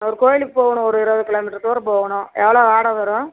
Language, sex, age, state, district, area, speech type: Tamil, female, 60+, Tamil Nadu, Madurai, rural, conversation